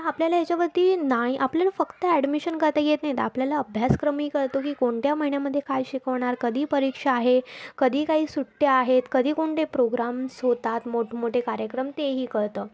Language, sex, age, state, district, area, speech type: Marathi, female, 18-30, Maharashtra, Thane, urban, spontaneous